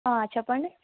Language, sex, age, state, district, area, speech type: Telugu, female, 18-30, Telangana, Sangareddy, urban, conversation